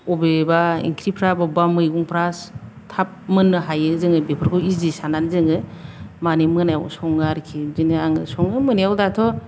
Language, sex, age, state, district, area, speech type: Bodo, female, 45-60, Assam, Kokrajhar, urban, spontaneous